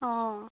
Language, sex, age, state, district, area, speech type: Assamese, female, 18-30, Assam, Charaideo, rural, conversation